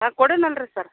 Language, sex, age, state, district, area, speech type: Kannada, female, 45-60, Karnataka, Vijayapura, rural, conversation